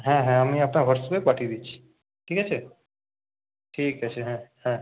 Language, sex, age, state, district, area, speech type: Bengali, male, 18-30, West Bengal, Purulia, urban, conversation